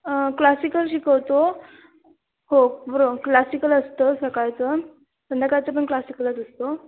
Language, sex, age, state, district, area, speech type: Marathi, female, 18-30, Maharashtra, Ratnagiri, rural, conversation